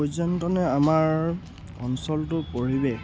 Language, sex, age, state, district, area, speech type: Assamese, male, 18-30, Assam, Charaideo, rural, spontaneous